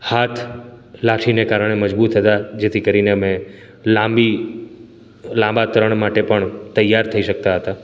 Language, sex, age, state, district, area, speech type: Gujarati, male, 30-45, Gujarat, Surat, urban, spontaneous